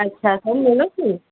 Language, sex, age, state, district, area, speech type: Odia, female, 45-60, Odisha, Sundergarh, rural, conversation